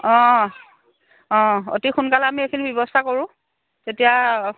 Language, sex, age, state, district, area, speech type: Assamese, female, 45-60, Assam, Lakhimpur, rural, conversation